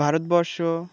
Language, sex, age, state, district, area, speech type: Bengali, male, 18-30, West Bengal, Birbhum, urban, spontaneous